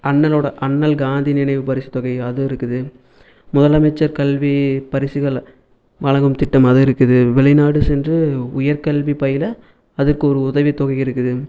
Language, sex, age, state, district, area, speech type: Tamil, male, 18-30, Tamil Nadu, Erode, urban, spontaneous